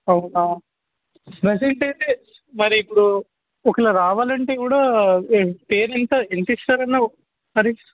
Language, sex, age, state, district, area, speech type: Telugu, male, 18-30, Telangana, Warangal, rural, conversation